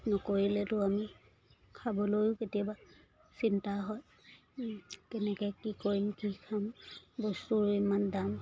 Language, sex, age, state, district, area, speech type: Assamese, female, 30-45, Assam, Charaideo, rural, spontaneous